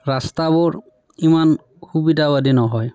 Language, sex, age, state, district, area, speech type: Assamese, male, 30-45, Assam, Barpeta, rural, spontaneous